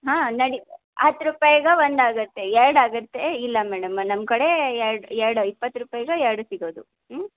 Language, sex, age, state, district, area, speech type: Kannada, female, 18-30, Karnataka, Belgaum, rural, conversation